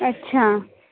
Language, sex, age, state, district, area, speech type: Marathi, female, 18-30, Maharashtra, Nagpur, urban, conversation